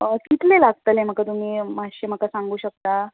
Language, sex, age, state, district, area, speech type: Goan Konkani, female, 30-45, Goa, Bardez, rural, conversation